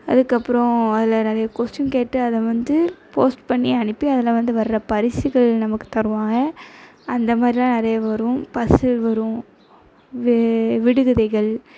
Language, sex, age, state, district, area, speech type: Tamil, female, 18-30, Tamil Nadu, Thoothukudi, rural, spontaneous